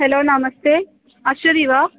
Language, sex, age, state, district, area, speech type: Sanskrit, female, 18-30, Kerala, Thrissur, rural, conversation